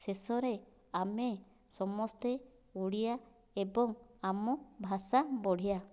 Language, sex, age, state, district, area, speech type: Odia, female, 30-45, Odisha, Kandhamal, rural, spontaneous